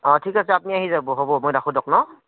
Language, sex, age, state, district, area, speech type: Assamese, male, 30-45, Assam, Barpeta, rural, conversation